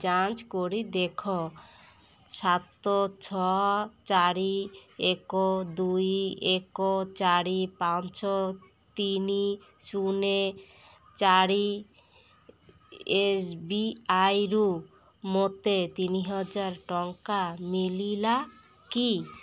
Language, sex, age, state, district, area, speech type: Odia, female, 30-45, Odisha, Malkangiri, urban, read